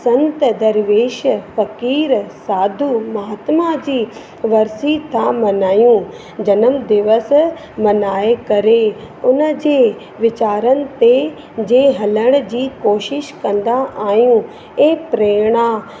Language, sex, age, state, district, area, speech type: Sindhi, female, 30-45, Madhya Pradesh, Katni, rural, spontaneous